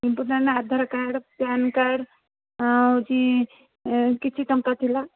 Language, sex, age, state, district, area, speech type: Odia, female, 30-45, Odisha, Cuttack, urban, conversation